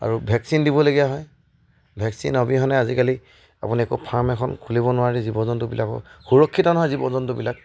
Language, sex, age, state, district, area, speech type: Assamese, male, 30-45, Assam, Charaideo, rural, spontaneous